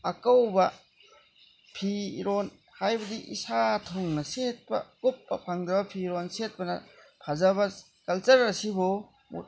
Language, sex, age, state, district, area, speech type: Manipuri, male, 45-60, Manipur, Tengnoupal, rural, spontaneous